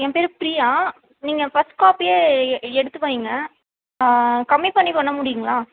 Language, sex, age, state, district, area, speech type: Tamil, female, 18-30, Tamil Nadu, Ranipet, rural, conversation